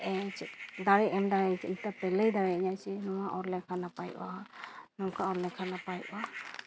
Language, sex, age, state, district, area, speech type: Santali, female, 30-45, Jharkhand, East Singhbhum, rural, spontaneous